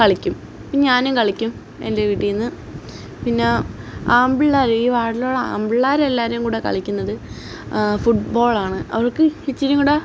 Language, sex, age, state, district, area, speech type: Malayalam, female, 18-30, Kerala, Alappuzha, rural, spontaneous